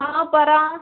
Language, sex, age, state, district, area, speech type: Malayalam, female, 18-30, Kerala, Kannur, rural, conversation